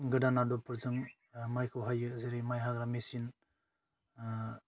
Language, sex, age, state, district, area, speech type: Bodo, male, 18-30, Assam, Udalguri, rural, spontaneous